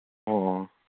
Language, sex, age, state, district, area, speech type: Manipuri, male, 45-60, Manipur, Kangpokpi, urban, conversation